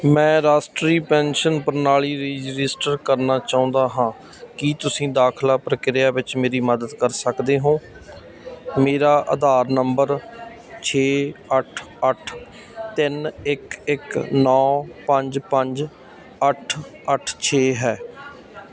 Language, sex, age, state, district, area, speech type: Punjabi, male, 30-45, Punjab, Ludhiana, rural, read